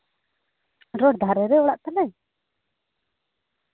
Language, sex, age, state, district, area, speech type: Santali, female, 18-30, Jharkhand, Seraikela Kharsawan, rural, conversation